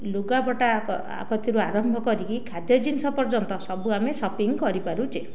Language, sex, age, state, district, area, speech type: Odia, other, 60+, Odisha, Jajpur, rural, spontaneous